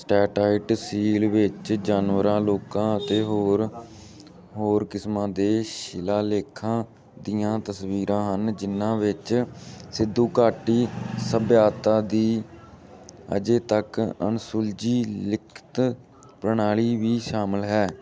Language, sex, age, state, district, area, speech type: Punjabi, male, 18-30, Punjab, Amritsar, rural, read